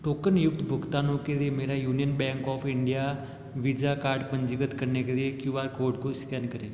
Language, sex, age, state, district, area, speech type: Hindi, male, 18-30, Rajasthan, Jodhpur, urban, read